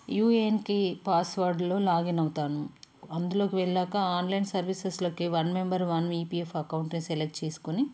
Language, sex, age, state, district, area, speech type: Telugu, female, 30-45, Telangana, Peddapalli, urban, spontaneous